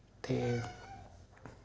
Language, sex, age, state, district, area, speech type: Dogri, male, 30-45, Jammu and Kashmir, Reasi, rural, spontaneous